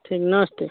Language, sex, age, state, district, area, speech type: Hindi, male, 30-45, Uttar Pradesh, Jaunpur, rural, conversation